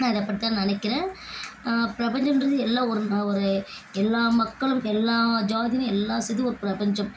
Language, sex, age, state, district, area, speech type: Tamil, female, 18-30, Tamil Nadu, Chennai, urban, spontaneous